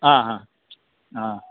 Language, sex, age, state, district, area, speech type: Sanskrit, male, 45-60, Karnataka, Bangalore Urban, urban, conversation